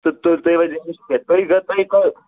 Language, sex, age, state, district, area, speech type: Kashmiri, male, 30-45, Jammu and Kashmir, Bandipora, rural, conversation